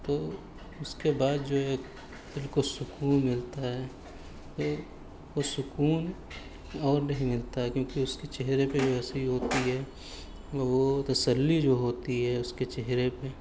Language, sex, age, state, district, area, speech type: Urdu, male, 18-30, Uttar Pradesh, Shahjahanpur, urban, spontaneous